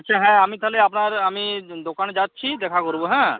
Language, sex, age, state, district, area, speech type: Bengali, male, 18-30, West Bengal, Uttar Dinajpur, rural, conversation